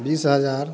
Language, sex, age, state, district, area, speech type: Hindi, male, 45-60, Bihar, Samastipur, rural, spontaneous